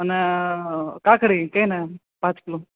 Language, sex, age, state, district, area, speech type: Gujarati, male, 18-30, Gujarat, Ahmedabad, urban, conversation